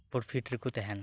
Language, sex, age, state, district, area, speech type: Santali, male, 18-30, West Bengal, Birbhum, rural, spontaneous